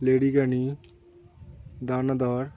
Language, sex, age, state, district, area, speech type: Bengali, male, 18-30, West Bengal, Birbhum, urban, spontaneous